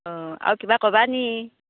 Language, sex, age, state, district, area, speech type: Assamese, female, 60+, Assam, Dhemaji, rural, conversation